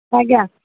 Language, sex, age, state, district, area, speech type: Odia, female, 45-60, Odisha, Sundergarh, urban, conversation